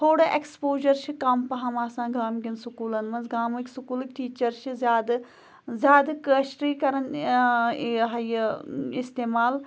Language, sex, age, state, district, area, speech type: Kashmiri, female, 30-45, Jammu and Kashmir, Pulwama, rural, spontaneous